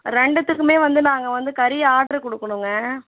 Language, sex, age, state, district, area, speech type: Tamil, female, 18-30, Tamil Nadu, Kallakurichi, urban, conversation